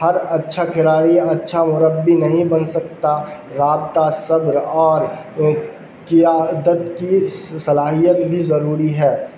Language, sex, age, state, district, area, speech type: Urdu, male, 18-30, Bihar, Darbhanga, urban, spontaneous